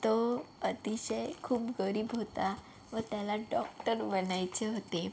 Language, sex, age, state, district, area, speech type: Marathi, female, 18-30, Maharashtra, Yavatmal, rural, spontaneous